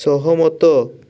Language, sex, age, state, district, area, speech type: Odia, male, 30-45, Odisha, Balasore, rural, read